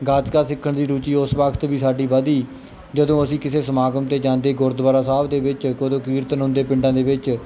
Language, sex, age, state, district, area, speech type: Punjabi, male, 18-30, Punjab, Kapurthala, rural, spontaneous